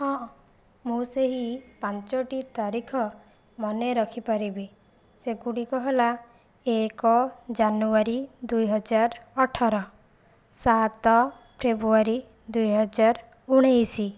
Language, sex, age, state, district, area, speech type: Odia, female, 45-60, Odisha, Jajpur, rural, spontaneous